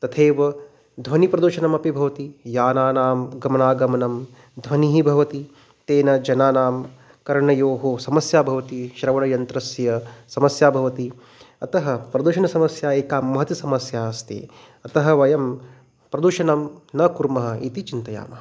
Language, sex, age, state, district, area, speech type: Sanskrit, male, 30-45, Maharashtra, Nagpur, urban, spontaneous